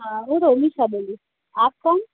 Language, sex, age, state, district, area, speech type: Gujarati, female, 30-45, Gujarat, Kheda, rural, conversation